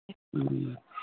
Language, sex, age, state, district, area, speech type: Manipuri, female, 60+, Manipur, Kangpokpi, urban, conversation